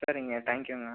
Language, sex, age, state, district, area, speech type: Tamil, male, 18-30, Tamil Nadu, Tiruchirappalli, rural, conversation